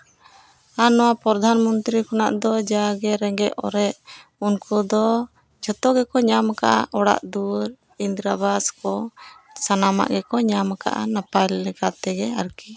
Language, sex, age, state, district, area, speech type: Santali, female, 30-45, West Bengal, Jhargram, rural, spontaneous